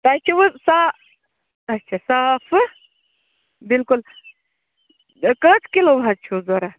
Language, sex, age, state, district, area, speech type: Kashmiri, female, 18-30, Jammu and Kashmir, Ganderbal, rural, conversation